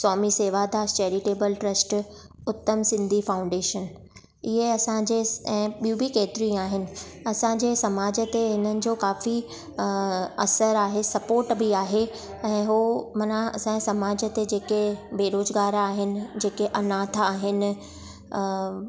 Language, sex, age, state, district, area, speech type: Sindhi, female, 30-45, Maharashtra, Thane, urban, spontaneous